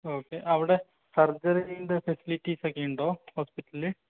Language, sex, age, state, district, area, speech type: Malayalam, male, 18-30, Kerala, Wayanad, rural, conversation